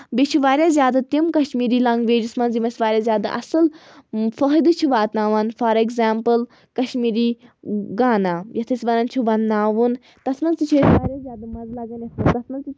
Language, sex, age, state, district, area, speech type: Kashmiri, female, 18-30, Jammu and Kashmir, Anantnag, rural, spontaneous